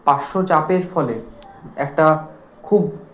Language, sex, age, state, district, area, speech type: Bengali, male, 18-30, West Bengal, Kolkata, urban, spontaneous